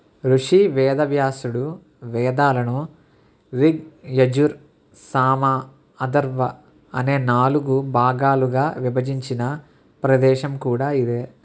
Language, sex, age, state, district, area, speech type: Telugu, male, 18-30, Andhra Pradesh, Kakinada, rural, read